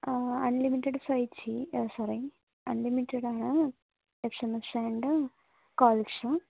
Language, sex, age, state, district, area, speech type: Malayalam, female, 18-30, Kerala, Kasaragod, rural, conversation